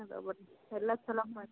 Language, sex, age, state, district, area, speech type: Kannada, female, 18-30, Karnataka, Dharwad, rural, conversation